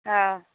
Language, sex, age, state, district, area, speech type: Odia, female, 45-60, Odisha, Kendujhar, urban, conversation